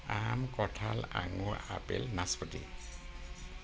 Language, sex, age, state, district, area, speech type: Assamese, male, 60+, Assam, Dhemaji, rural, spontaneous